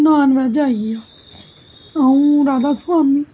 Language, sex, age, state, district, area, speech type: Dogri, female, 30-45, Jammu and Kashmir, Jammu, urban, spontaneous